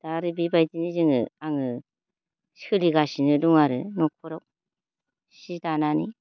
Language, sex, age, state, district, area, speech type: Bodo, female, 45-60, Assam, Baksa, rural, spontaneous